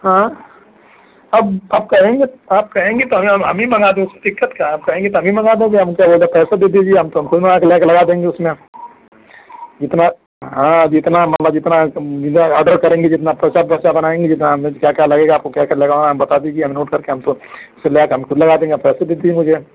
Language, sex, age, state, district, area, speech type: Hindi, male, 30-45, Uttar Pradesh, Mau, urban, conversation